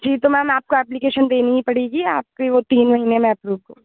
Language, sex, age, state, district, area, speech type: Hindi, female, 18-30, Madhya Pradesh, Hoshangabad, urban, conversation